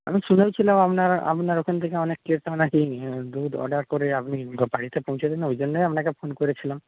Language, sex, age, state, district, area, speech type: Bengali, male, 30-45, West Bengal, Paschim Medinipur, rural, conversation